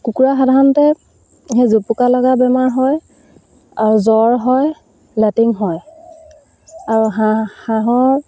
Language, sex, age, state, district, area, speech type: Assamese, female, 30-45, Assam, Sivasagar, rural, spontaneous